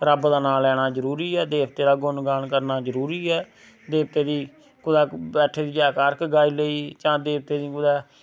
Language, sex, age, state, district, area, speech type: Dogri, male, 30-45, Jammu and Kashmir, Samba, rural, spontaneous